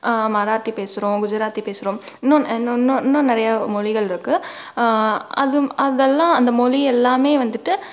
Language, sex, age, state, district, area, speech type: Tamil, female, 18-30, Tamil Nadu, Tiruppur, urban, spontaneous